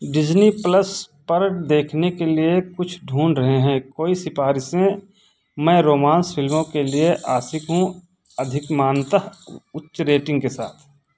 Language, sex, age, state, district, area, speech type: Hindi, male, 60+, Uttar Pradesh, Ayodhya, rural, read